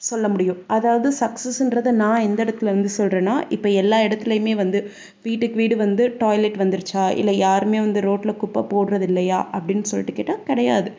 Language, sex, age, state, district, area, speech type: Tamil, female, 45-60, Tamil Nadu, Pudukkottai, rural, spontaneous